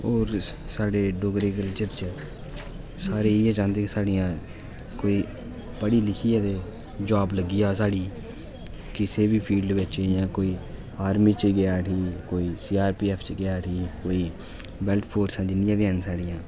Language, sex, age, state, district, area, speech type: Dogri, male, 18-30, Jammu and Kashmir, Udhampur, urban, spontaneous